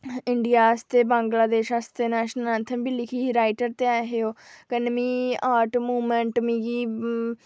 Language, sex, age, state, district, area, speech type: Dogri, female, 18-30, Jammu and Kashmir, Jammu, rural, spontaneous